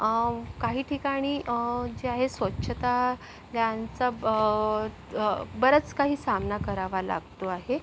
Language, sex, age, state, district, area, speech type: Marathi, female, 45-60, Maharashtra, Yavatmal, urban, spontaneous